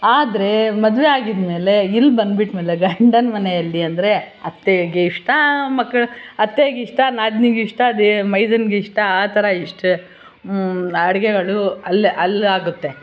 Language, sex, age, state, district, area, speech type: Kannada, female, 60+, Karnataka, Bangalore Urban, urban, spontaneous